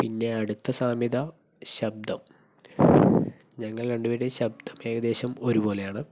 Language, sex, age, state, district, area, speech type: Malayalam, male, 30-45, Kerala, Palakkad, rural, spontaneous